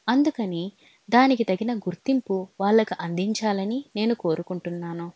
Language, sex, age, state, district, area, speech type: Telugu, female, 18-30, Andhra Pradesh, Alluri Sitarama Raju, urban, spontaneous